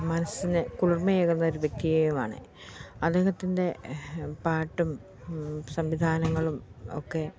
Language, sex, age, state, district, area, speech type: Malayalam, female, 45-60, Kerala, Pathanamthitta, rural, spontaneous